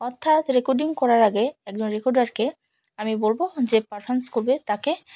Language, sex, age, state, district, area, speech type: Bengali, female, 45-60, West Bengal, Alipurduar, rural, spontaneous